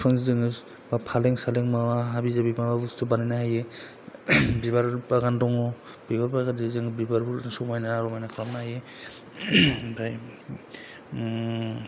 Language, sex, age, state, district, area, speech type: Bodo, male, 30-45, Assam, Kokrajhar, rural, spontaneous